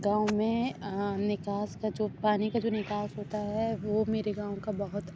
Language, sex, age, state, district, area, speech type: Urdu, female, 30-45, Uttar Pradesh, Aligarh, rural, spontaneous